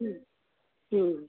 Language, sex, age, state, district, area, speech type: Kannada, female, 45-60, Karnataka, Mysore, urban, conversation